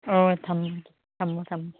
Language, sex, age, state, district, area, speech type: Manipuri, female, 18-30, Manipur, Chandel, rural, conversation